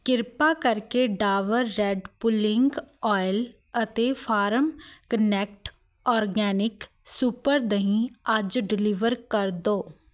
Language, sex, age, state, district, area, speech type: Punjabi, female, 18-30, Punjab, Fatehgarh Sahib, urban, read